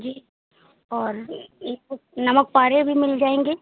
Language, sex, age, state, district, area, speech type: Hindi, female, 45-60, Uttar Pradesh, Lucknow, rural, conversation